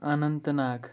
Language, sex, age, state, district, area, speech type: Kashmiri, male, 18-30, Jammu and Kashmir, Pulwama, urban, spontaneous